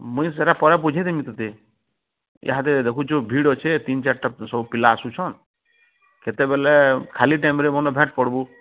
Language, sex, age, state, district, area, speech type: Odia, male, 45-60, Odisha, Bargarh, rural, conversation